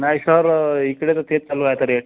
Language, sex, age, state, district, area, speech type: Marathi, male, 45-60, Maharashtra, Nagpur, urban, conversation